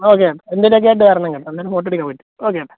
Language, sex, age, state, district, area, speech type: Malayalam, male, 18-30, Kerala, Alappuzha, rural, conversation